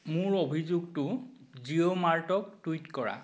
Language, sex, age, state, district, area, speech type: Assamese, male, 45-60, Assam, Biswanath, rural, read